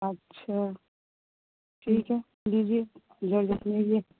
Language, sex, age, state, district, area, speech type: Urdu, female, 30-45, Bihar, Saharsa, rural, conversation